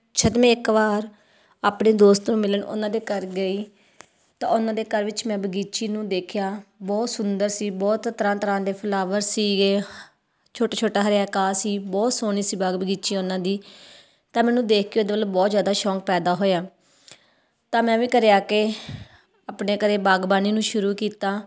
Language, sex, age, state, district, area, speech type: Punjabi, female, 30-45, Punjab, Tarn Taran, rural, spontaneous